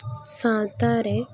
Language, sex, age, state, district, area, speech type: Santali, female, 18-30, West Bengal, Jhargram, rural, spontaneous